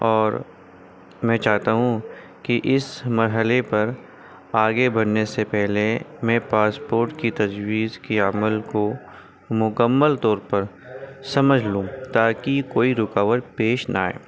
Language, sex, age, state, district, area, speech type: Urdu, male, 30-45, Delhi, North East Delhi, urban, spontaneous